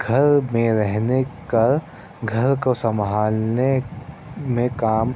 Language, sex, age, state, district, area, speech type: Urdu, male, 30-45, Delhi, Central Delhi, urban, spontaneous